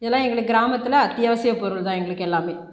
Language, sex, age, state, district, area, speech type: Tamil, female, 30-45, Tamil Nadu, Tiruchirappalli, rural, spontaneous